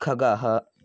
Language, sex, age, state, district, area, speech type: Sanskrit, male, 18-30, Karnataka, Mandya, rural, read